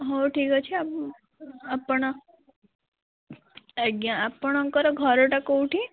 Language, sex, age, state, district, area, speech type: Odia, female, 18-30, Odisha, Cuttack, urban, conversation